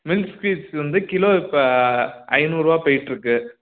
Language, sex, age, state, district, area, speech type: Tamil, male, 18-30, Tamil Nadu, Tiruchirappalli, rural, conversation